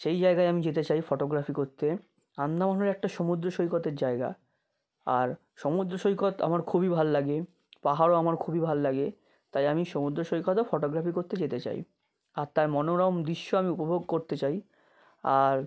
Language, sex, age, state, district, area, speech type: Bengali, male, 30-45, West Bengal, South 24 Parganas, rural, spontaneous